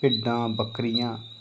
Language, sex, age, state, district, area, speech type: Dogri, male, 18-30, Jammu and Kashmir, Reasi, rural, spontaneous